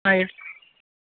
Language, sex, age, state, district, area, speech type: Kannada, male, 45-60, Karnataka, Belgaum, rural, conversation